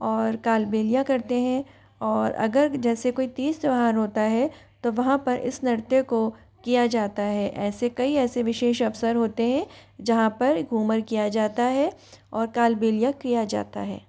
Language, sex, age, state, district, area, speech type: Hindi, female, 45-60, Rajasthan, Jaipur, urban, spontaneous